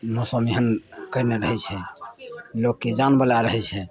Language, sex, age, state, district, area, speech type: Maithili, male, 60+, Bihar, Madhepura, rural, spontaneous